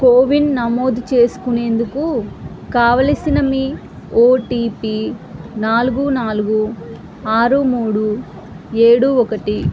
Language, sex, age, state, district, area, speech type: Telugu, female, 18-30, Andhra Pradesh, Srikakulam, rural, read